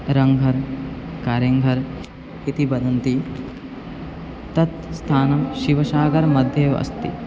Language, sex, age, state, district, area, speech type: Sanskrit, male, 18-30, Assam, Biswanath, rural, spontaneous